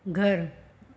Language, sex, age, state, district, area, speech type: Sindhi, female, 30-45, Gujarat, Surat, urban, read